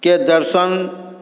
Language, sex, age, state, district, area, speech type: Maithili, male, 45-60, Bihar, Saharsa, urban, spontaneous